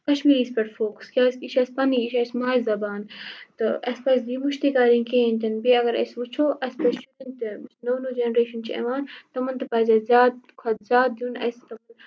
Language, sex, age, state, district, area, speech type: Kashmiri, female, 30-45, Jammu and Kashmir, Kupwara, rural, spontaneous